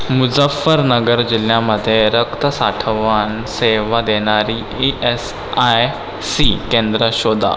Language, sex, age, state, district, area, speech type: Marathi, female, 18-30, Maharashtra, Nagpur, urban, read